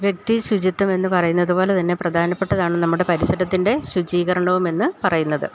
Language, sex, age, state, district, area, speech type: Malayalam, female, 60+, Kerala, Idukki, rural, spontaneous